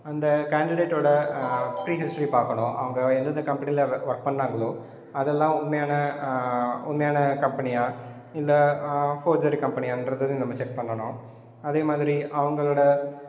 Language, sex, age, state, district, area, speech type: Tamil, male, 30-45, Tamil Nadu, Cuddalore, rural, spontaneous